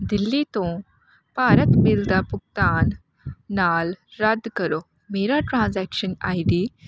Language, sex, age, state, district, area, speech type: Punjabi, female, 18-30, Punjab, Hoshiarpur, rural, read